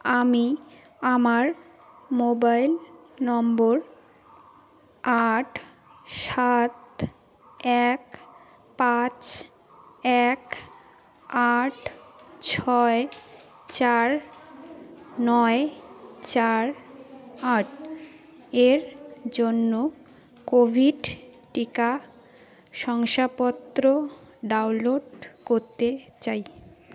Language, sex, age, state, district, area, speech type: Bengali, female, 18-30, West Bengal, Jalpaiguri, rural, read